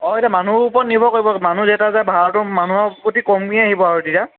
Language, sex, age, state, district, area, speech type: Assamese, male, 18-30, Assam, Lakhimpur, rural, conversation